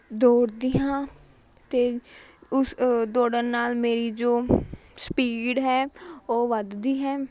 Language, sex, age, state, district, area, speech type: Punjabi, female, 18-30, Punjab, Mohali, rural, spontaneous